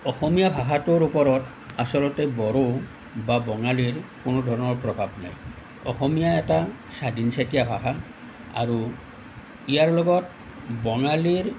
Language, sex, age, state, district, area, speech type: Assamese, male, 45-60, Assam, Nalbari, rural, spontaneous